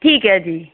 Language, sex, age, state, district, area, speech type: Punjabi, female, 45-60, Punjab, Fatehgarh Sahib, rural, conversation